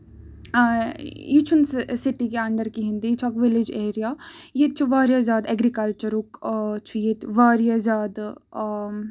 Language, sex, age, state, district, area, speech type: Kashmiri, female, 18-30, Jammu and Kashmir, Ganderbal, rural, spontaneous